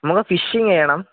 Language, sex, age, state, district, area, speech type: Malayalam, male, 18-30, Kerala, Kollam, rural, conversation